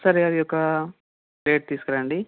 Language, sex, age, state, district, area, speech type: Telugu, male, 18-30, Telangana, Sangareddy, urban, conversation